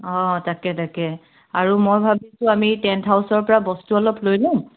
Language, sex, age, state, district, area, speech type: Assamese, female, 30-45, Assam, Dibrugarh, urban, conversation